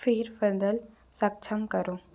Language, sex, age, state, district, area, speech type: Hindi, female, 45-60, Madhya Pradesh, Bhopal, urban, read